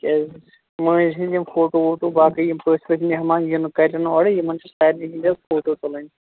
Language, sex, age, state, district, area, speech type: Kashmiri, male, 30-45, Jammu and Kashmir, Shopian, rural, conversation